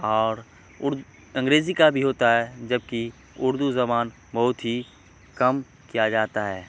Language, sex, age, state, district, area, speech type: Urdu, male, 18-30, Bihar, Madhubani, rural, spontaneous